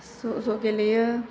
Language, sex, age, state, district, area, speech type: Bodo, female, 60+, Assam, Chirang, rural, spontaneous